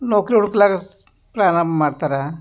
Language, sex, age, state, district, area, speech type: Kannada, male, 60+, Karnataka, Bidar, urban, spontaneous